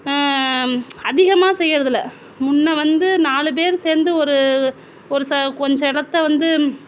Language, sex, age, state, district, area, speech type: Tamil, female, 45-60, Tamil Nadu, Sivaganga, rural, spontaneous